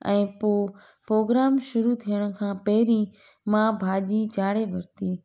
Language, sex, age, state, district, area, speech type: Sindhi, female, 30-45, Gujarat, Junagadh, rural, spontaneous